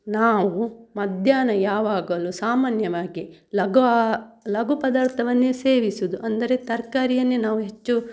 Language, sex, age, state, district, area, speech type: Kannada, female, 45-60, Karnataka, Udupi, rural, spontaneous